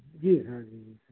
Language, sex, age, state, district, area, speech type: Hindi, male, 45-60, Madhya Pradesh, Hoshangabad, rural, conversation